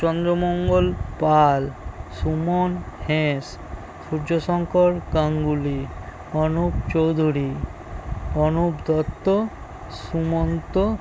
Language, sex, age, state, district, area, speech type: Bengali, male, 45-60, West Bengal, Birbhum, urban, spontaneous